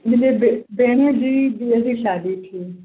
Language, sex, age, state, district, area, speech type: Sindhi, female, 18-30, Maharashtra, Mumbai Suburban, urban, conversation